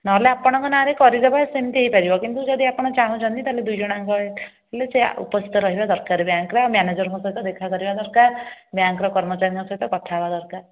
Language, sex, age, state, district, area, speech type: Odia, female, 18-30, Odisha, Dhenkanal, rural, conversation